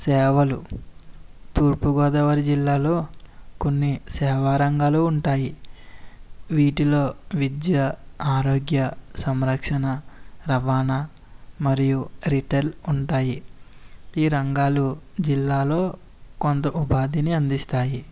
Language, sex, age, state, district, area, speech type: Telugu, male, 18-30, Andhra Pradesh, East Godavari, rural, spontaneous